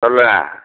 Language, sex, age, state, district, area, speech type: Tamil, male, 60+, Tamil Nadu, Viluppuram, rural, conversation